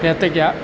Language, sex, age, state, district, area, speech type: Malayalam, male, 60+, Kerala, Kottayam, urban, spontaneous